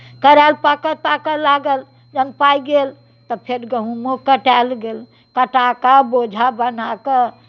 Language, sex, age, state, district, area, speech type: Maithili, female, 60+, Bihar, Muzaffarpur, rural, spontaneous